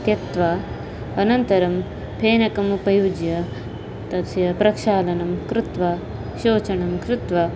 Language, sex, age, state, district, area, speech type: Sanskrit, female, 30-45, Tamil Nadu, Karur, rural, spontaneous